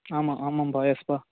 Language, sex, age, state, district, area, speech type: Tamil, male, 30-45, Tamil Nadu, Cuddalore, rural, conversation